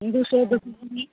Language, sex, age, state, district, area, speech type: Santali, female, 30-45, West Bengal, Malda, rural, conversation